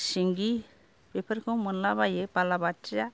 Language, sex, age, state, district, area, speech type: Bodo, female, 60+, Assam, Kokrajhar, rural, spontaneous